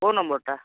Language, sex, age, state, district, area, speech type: Odia, male, 18-30, Odisha, Cuttack, urban, conversation